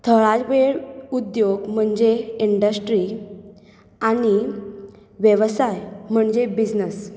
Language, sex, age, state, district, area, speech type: Goan Konkani, female, 18-30, Goa, Bardez, urban, spontaneous